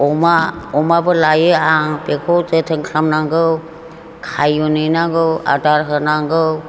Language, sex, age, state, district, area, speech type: Bodo, female, 60+, Assam, Chirang, rural, spontaneous